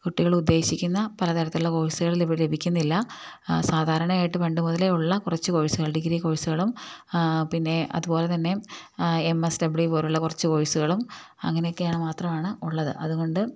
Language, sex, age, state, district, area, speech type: Malayalam, female, 30-45, Kerala, Idukki, rural, spontaneous